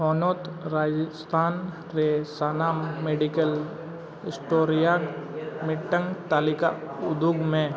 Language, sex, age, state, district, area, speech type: Santali, male, 18-30, Jharkhand, East Singhbhum, rural, read